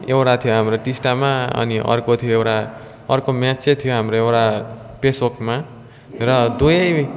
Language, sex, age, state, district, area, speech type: Nepali, male, 18-30, West Bengal, Darjeeling, rural, spontaneous